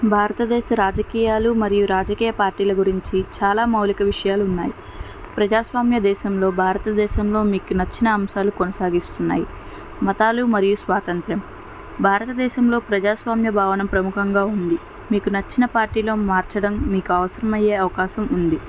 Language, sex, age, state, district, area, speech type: Telugu, female, 60+, Andhra Pradesh, N T Rama Rao, urban, spontaneous